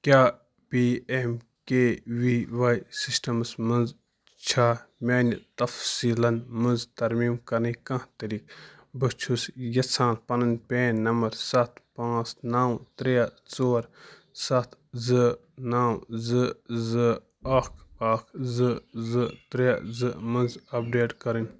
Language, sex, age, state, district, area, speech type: Kashmiri, male, 18-30, Jammu and Kashmir, Ganderbal, rural, read